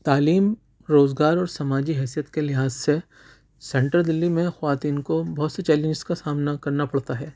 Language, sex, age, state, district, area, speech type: Urdu, male, 18-30, Delhi, Central Delhi, urban, spontaneous